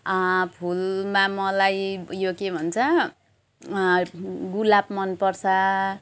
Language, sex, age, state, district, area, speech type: Nepali, female, 45-60, West Bengal, Jalpaiguri, urban, spontaneous